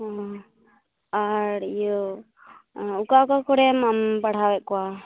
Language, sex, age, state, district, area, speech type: Santali, female, 18-30, West Bengal, Purba Bardhaman, rural, conversation